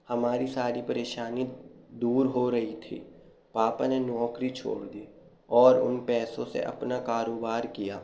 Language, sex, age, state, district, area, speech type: Urdu, male, 18-30, Delhi, Central Delhi, urban, spontaneous